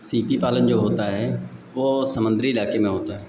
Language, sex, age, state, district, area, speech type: Hindi, male, 45-60, Uttar Pradesh, Lucknow, rural, spontaneous